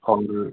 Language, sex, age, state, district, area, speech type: Hindi, male, 18-30, Madhya Pradesh, Jabalpur, urban, conversation